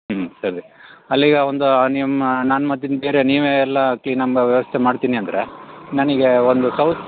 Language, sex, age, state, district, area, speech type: Kannada, male, 45-60, Karnataka, Shimoga, rural, conversation